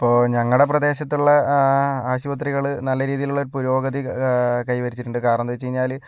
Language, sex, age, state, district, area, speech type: Malayalam, male, 30-45, Kerala, Kozhikode, urban, spontaneous